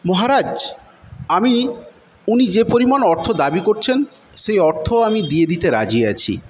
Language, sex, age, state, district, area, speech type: Bengali, male, 45-60, West Bengal, Paschim Medinipur, rural, spontaneous